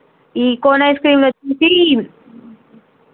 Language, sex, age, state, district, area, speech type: Telugu, female, 30-45, Telangana, Jangaon, rural, conversation